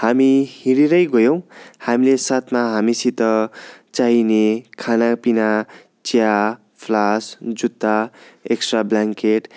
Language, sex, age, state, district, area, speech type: Nepali, male, 18-30, West Bengal, Darjeeling, rural, spontaneous